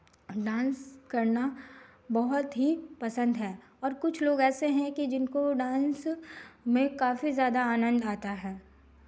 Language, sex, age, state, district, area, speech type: Hindi, female, 30-45, Bihar, Begusarai, rural, spontaneous